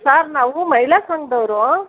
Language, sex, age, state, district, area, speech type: Kannada, female, 30-45, Karnataka, Mysore, rural, conversation